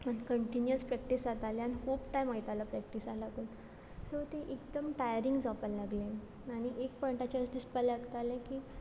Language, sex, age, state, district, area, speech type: Goan Konkani, female, 18-30, Goa, Quepem, rural, spontaneous